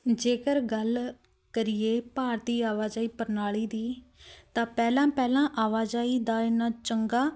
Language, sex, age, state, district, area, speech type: Punjabi, female, 18-30, Punjab, Fatehgarh Sahib, urban, spontaneous